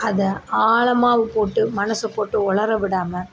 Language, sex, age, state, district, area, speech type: Tamil, female, 30-45, Tamil Nadu, Perambalur, rural, spontaneous